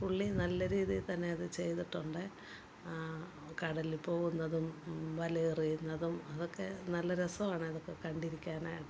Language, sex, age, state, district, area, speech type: Malayalam, female, 45-60, Kerala, Kottayam, rural, spontaneous